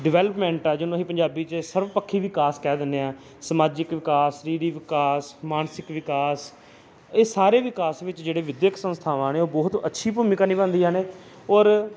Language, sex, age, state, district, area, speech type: Punjabi, male, 30-45, Punjab, Gurdaspur, urban, spontaneous